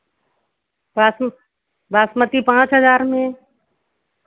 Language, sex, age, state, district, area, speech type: Hindi, female, 60+, Uttar Pradesh, Sitapur, rural, conversation